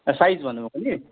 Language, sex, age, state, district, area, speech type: Nepali, male, 18-30, West Bengal, Darjeeling, rural, conversation